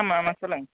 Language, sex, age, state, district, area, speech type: Tamil, female, 30-45, Tamil Nadu, Dharmapuri, rural, conversation